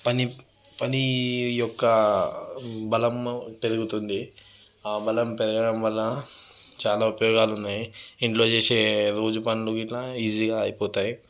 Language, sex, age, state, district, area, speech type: Telugu, male, 30-45, Telangana, Vikarabad, urban, spontaneous